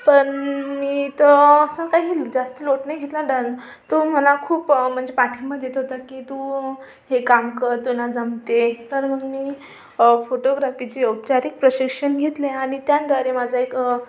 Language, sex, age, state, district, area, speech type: Marathi, female, 18-30, Maharashtra, Amravati, urban, spontaneous